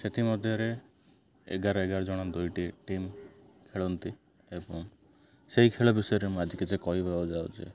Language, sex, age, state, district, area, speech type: Odia, male, 18-30, Odisha, Ganjam, urban, spontaneous